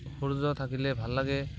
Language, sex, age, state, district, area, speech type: Assamese, male, 18-30, Assam, Barpeta, rural, spontaneous